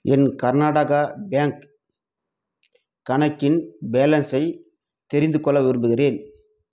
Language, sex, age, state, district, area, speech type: Tamil, male, 30-45, Tamil Nadu, Krishnagiri, rural, read